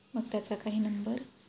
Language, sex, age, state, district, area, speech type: Marathi, female, 18-30, Maharashtra, Ratnagiri, rural, spontaneous